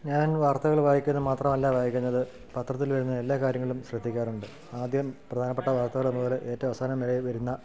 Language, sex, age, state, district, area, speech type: Malayalam, male, 45-60, Kerala, Idukki, rural, spontaneous